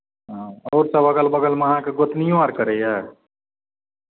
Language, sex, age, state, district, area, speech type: Maithili, male, 45-60, Bihar, Madhepura, rural, conversation